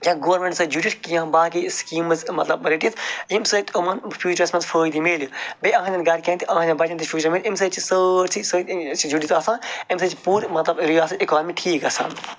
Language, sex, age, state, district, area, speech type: Kashmiri, male, 45-60, Jammu and Kashmir, Budgam, urban, spontaneous